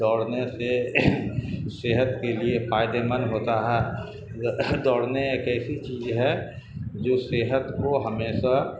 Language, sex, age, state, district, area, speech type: Urdu, male, 45-60, Bihar, Darbhanga, urban, spontaneous